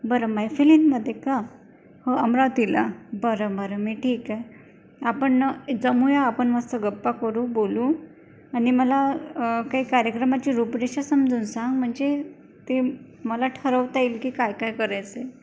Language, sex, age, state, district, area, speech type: Marathi, female, 18-30, Maharashtra, Amravati, rural, spontaneous